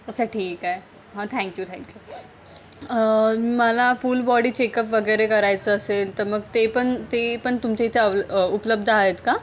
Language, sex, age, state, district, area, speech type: Marathi, female, 18-30, Maharashtra, Amravati, rural, spontaneous